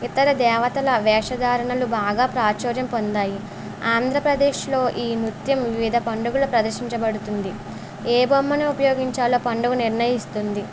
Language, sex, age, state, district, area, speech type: Telugu, female, 18-30, Andhra Pradesh, Eluru, rural, spontaneous